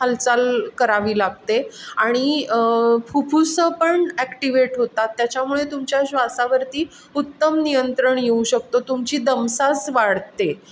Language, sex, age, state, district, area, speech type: Marathi, female, 45-60, Maharashtra, Pune, urban, spontaneous